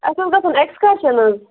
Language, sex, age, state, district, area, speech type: Kashmiri, female, 30-45, Jammu and Kashmir, Bandipora, rural, conversation